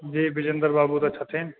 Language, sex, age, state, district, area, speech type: Maithili, male, 18-30, Bihar, Supaul, rural, conversation